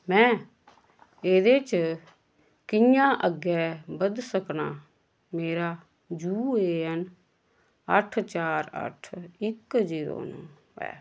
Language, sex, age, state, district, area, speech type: Dogri, female, 45-60, Jammu and Kashmir, Samba, rural, read